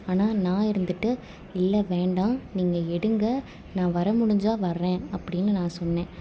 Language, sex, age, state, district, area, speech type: Tamil, female, 18-30, Tamil Nadu, Tiruppur, rural, spontaneous